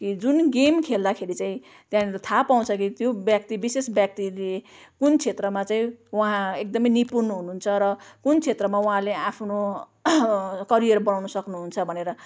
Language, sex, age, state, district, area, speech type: Nepali, female, 45-60, West Bengal, Jalpaiguri, urban, spontaneous